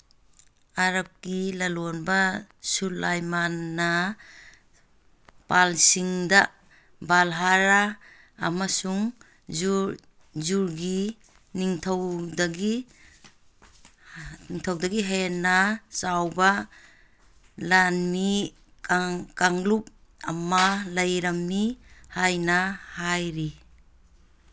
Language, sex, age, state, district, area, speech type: Manipuri, female, 60+, Manipur, Kangpokpi, urban, read